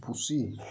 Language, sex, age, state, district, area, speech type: Santali, male, 30-45, West Bengal, Birbhum, rural, read